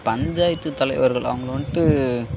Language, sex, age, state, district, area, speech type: Tamil, male, 18-30, Tamil Nadu, Perambalur, rural, spontaneous